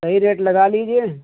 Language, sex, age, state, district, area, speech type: Hindi, male, 45-60, Uttar Pradesh, Lucknow, urban, conversation